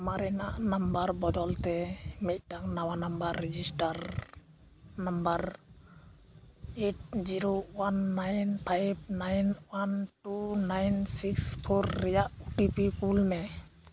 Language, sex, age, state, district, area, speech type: Santali, male, 18-30, West Bengal, Uttar Dinajpur, rural, read